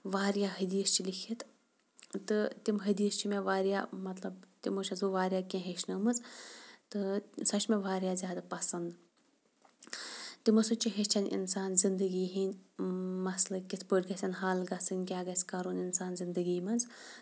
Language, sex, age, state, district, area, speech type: Kashmiri, female, 30-45, Jammu and Kashmir, Kulgam, rural, spontaneous